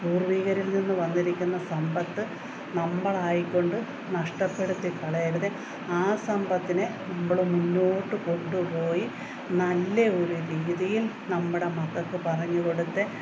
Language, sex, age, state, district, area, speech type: Malayalam, female, 45-60, Kerala, Kottayam, rural, spontaneous